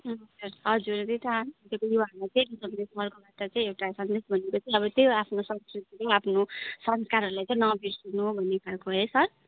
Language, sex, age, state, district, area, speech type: Nepali, female, 30-45, West Bengal, Darjeeling, rural, conversation